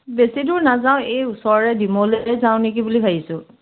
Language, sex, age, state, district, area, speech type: Assamese, female, 30-45, Assam, Dibrugarh, urban, conversation